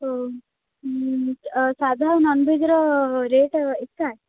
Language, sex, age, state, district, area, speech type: Odia, female, 18-30, Odisha, Sundergarh, urban, conversation